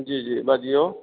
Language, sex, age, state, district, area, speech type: Maithili, male, 30-45, Bihar, Supaul, rural, conversation